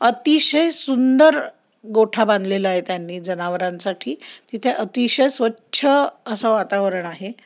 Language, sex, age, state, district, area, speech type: Marathi, female, 60+, Maharashtra, Pune, urban, spontaneous